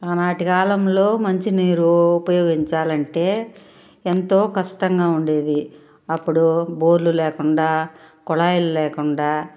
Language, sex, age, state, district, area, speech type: Telugu, female, 60+, Andhra Pradesh, Sri Balaji, urban, spontaneous